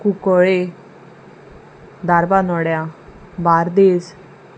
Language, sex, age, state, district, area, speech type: Goan Konkani, female, 30-45, Goa, Salcete, urban, spontaneous